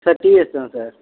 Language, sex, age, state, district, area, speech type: Tamil, male, 18-30, Tamil Nadu, Viluppuram, rural, conversation